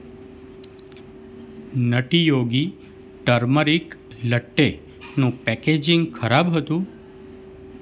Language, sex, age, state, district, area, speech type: Gujarati, male, 45-60, Gujarat, Surat, rural, read